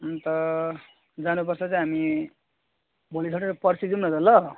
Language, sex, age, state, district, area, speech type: Nepali, male, 18-30, West Bengal, Alipurduar, rural, conversation